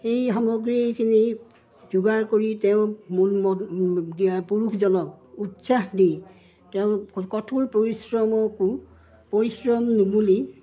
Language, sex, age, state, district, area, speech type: Assamese, female, 45-60, Assam, Udalguri, rural, spontaneous